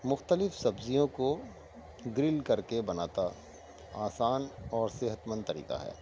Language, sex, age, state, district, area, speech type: Urdu, male, 45-60, Delhi, East Delhi, urban, spontaneous